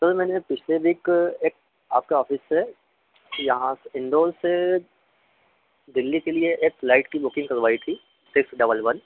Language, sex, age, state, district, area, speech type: Hindi, male, 30-45, Madhya Pradesh, Harda, urban, conversation